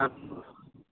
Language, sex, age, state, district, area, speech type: Assamese, male, 18-30, Assam, Lakhimpur, rural, conversation